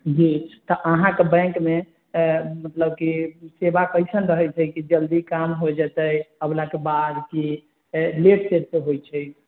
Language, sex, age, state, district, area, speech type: Maithili, male, 18-30, Bihar, Sitamarhi, rural, conversation